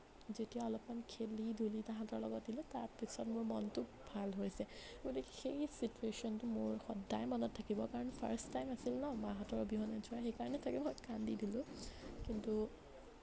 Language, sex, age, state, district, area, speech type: Assamese, female, 18-30, Assam, Nagaon, rural, spontaneous